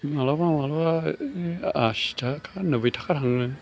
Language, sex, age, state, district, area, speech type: Bodo, male, 60+, Assam, Chirang, rural, spontaneous